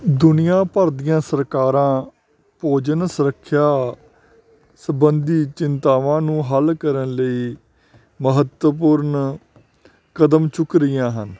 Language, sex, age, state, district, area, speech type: Punjabi, male, 45-60, Punjab, Faridkot, urban, spontaneous